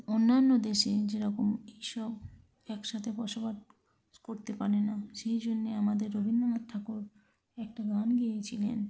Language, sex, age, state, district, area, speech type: Bengali, female, 30-45, West Bengal, North 24 Parganas, urban, spontaneous